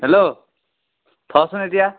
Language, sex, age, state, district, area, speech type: Assamese, male, 18-30, Assam, Sivasagar, rural, conversation